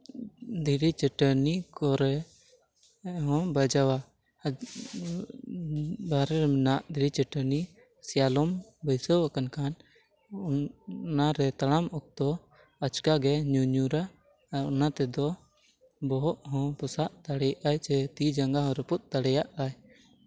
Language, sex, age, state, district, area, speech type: Santali, male, 18-30, Jharkhand, East Singhbhum, rural, spontaneous